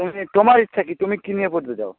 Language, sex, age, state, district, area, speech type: Bengali, male, 18-30, West Bengal, Jalpaiguri, rural, conversation